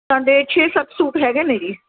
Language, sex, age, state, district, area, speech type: Punjabi, female, 60+, Punjab, Ludhiana, urban, conversation